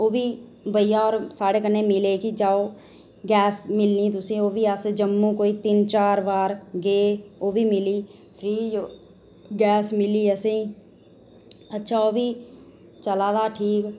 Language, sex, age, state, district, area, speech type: Dogri, female, 30-45, Jammu and Kashmir, Reasi, rural, spontaneous